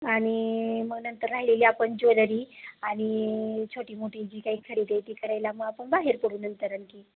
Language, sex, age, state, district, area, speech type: Marathi, female, 30-45, Maharashtra, Satara, rural, conversation